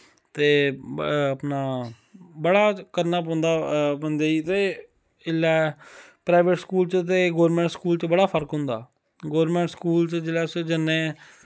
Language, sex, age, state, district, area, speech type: Dogri, male, 18-30, Jammu and Kashmir, Samba, rural, spontaneous